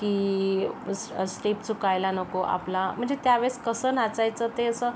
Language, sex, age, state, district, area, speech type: Marathi, female, 60+, Maharashtra, Yavatmal, rural, spontaneous